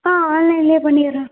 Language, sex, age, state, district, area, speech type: Tamil, female, 18-30, Tamil Nadu, Thanjavur, rural, conversation